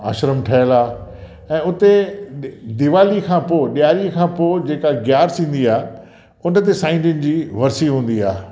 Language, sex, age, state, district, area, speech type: Sindhi, male, 60+, Gujarat, Kutch, urban, spontaneous